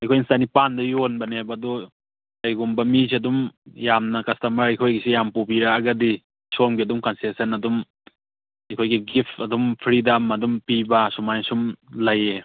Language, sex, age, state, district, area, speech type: Manipuri, male, 30-45, Manipur, Churachandpur, rural, conversation